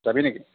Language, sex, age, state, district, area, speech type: Assamese, male, 60+, Assam, Morigaon, rural, conversation